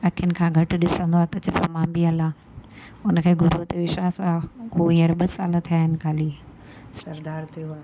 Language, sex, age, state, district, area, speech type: Sindhi, female, 60+, Gujarat, Surat, urban, spontaneous